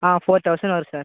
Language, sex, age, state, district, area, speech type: Tamil, male, 18-30, Tamil Nadu, Cuddalore, rural, conversation